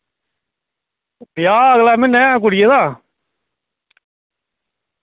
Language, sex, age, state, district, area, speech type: Dogri, male, 30-45, Jammu and Kashmir, Reasi, rural, conversation